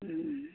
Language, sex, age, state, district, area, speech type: Manipuri, female, 60+, Manipur, Churachandpur, urban, conversation